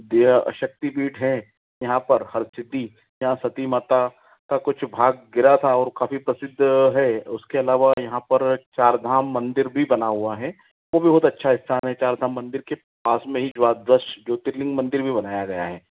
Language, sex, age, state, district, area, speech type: Hindi, male, 30-45, Madhya Pradesh, Ujjain, urban, conversation